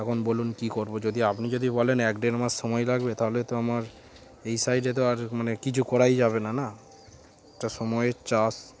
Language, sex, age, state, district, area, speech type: Bengali, male, 18-30, West Bengal, Darjeeling, urban, spontaneous